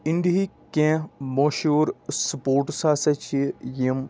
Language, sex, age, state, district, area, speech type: Kashmiri, male, 30-45, Jammu and Kashmir, Anantnag, rural, spontaneous